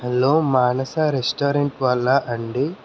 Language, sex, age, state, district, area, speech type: Telugu, male, 30-45, Andhra Pradesh, N T Rama Rao, urban, spontaneous